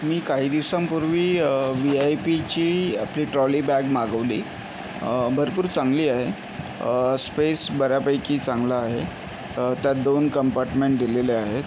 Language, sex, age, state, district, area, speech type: Marathi, male, 60+, Maharashtra, Yavatmal, urban, spontaneous